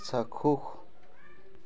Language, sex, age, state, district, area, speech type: Assamese, male, 45-60, Assam, Tinsukia, rural, read